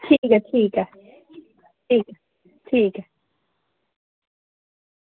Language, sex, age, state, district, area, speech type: Dogri, female, 18-30, Jammu and Kashmir, Samba, rural, conversation